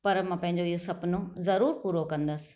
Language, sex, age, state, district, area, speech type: Sindhi, female, 45-60, Maharashtra, Thane, urban, spontaneous